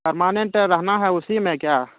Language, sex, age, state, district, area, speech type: Urdu, male, 30-45, Bihar, Purnia, rural, conversation